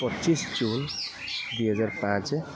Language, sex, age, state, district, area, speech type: Odia, male, 18-30, Odisha, Kendrapara, urban, spontaneous